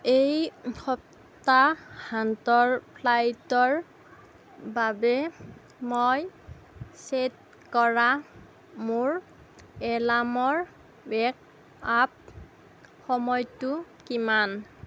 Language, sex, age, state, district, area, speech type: Assamese, female, 30-45, Assam, Darrang, rural, read